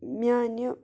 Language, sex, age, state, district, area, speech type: Kashmiri, female, 30-45, Jammu and Kashmir, Budgam, rural, read